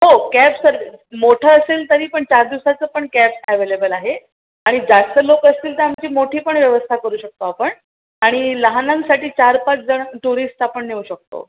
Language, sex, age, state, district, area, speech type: Marathi, female, 45-60, Maharashtra, Pune, urban, conversation